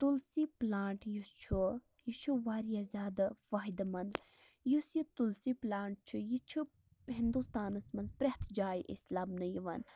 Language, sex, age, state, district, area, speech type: Kashmiri, female, 18-30, Jammu and Kashmir, Anantnag, rural, spontaneous